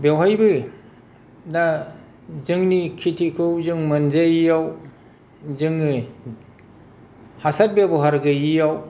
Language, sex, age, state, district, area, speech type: Bodo, male, 45-60, Assam, Kokrajhar, rural, spontaneous